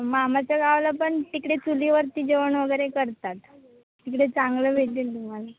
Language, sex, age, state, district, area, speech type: Marathi, female, 18-30, Maharashtra, Sindhudurg, rural, conversation